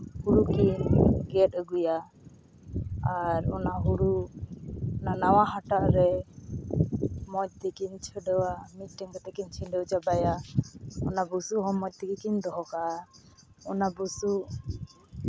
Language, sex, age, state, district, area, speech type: Santali, female, 18-30, West Bengal, Uttar Dinajpur, rural, spontaneous